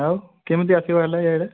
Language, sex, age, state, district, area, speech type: Odia, male, 18-30, Odisha, Kalahandi, rural, conversation